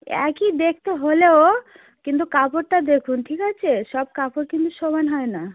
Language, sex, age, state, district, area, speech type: Bengali, female, 45-60, West Bengal, South 24 Parganas, rural, conversation